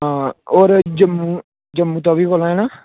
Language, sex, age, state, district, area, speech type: Dogri, male, 18-30, Jammu and Kashmir, Jammu, rural, conversation